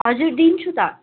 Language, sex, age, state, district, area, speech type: Nepali, female, 18-30, West Bengal, Darjeeling, rural, conversation